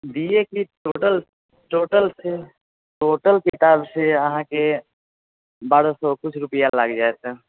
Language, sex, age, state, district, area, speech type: Maithili, female, 30-45, Bihar, Purnia, rural, conversation